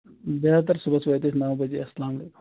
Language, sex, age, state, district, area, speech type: Kashmiri, male, 60+, Jammu and Kashmir, Kulgam, rural, conversation